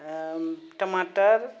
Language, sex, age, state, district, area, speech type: Maithili, female, 45-60, Bihar, Purnia, rural, spontaneous